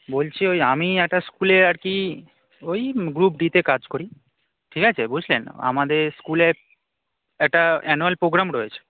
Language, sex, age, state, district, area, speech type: Bengali, male, 18-30, West Bengal, Darjeeling, rural, conversation